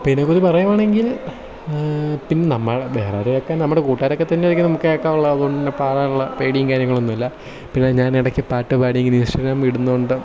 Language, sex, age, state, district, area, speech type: Malayalam, male, 18-30, Kerala, Kottayam, rural, spontaneous